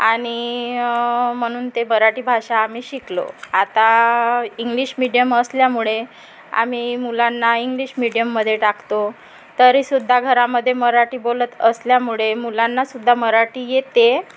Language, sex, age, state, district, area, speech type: Marathi, female, 30-45, Maharashtra, Nagpur, rural, spontaneous